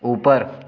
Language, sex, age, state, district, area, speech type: Hindi, male, 18-30, Uttar Pradesh, Azamgarh, rural, read